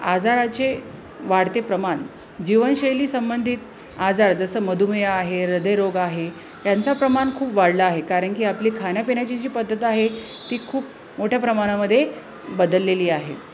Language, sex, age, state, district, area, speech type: Marathi, female, 30-45, Maharashtra, Jalna, urban, spontaneous